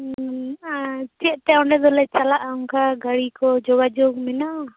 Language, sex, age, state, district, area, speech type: Santali, female, 18-30, West Bengal, Bankura, rural, conversation